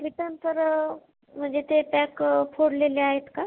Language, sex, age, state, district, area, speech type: Marathi, female, 18-30, Maharashtra, Osmanabad, rural, conversation